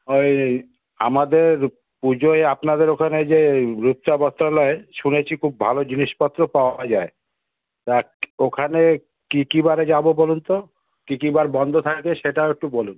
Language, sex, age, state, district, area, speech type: Bengali, male, 60+, West Bengal, South 24 Parganas, urban, conversation